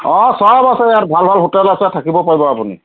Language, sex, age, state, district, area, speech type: Assamese, male, 30-45, Assam, Sivasagar, rural, conversation